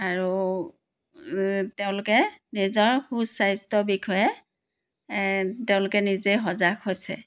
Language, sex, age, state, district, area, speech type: Assamese, female, 45-60, Assam, Dibrugarh, rural, spontaneous